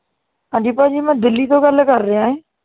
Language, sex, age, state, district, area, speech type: Punjabi, male, 18-30, Punjab, Mohali, rural, conversation